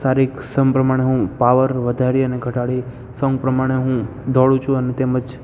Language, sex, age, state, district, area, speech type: Gujarati, male, 18-30, Gujarat, Ahmedabad, urban, spontaneous